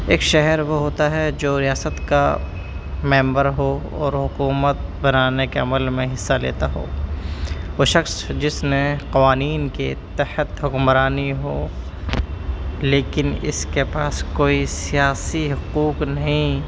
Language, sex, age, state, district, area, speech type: Urdu, male, 18-30, Delhi, Central Delhi, urban, spontaneous